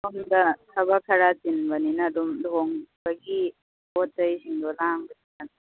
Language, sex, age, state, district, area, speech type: Manipuri, female, 18-30, Manipur, Kakching, rural, conversation